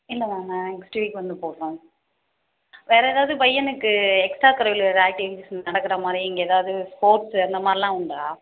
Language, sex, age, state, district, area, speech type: Tamil, female, 30-45, Tamil Nadu, Mayiladuthurai, urban, conversation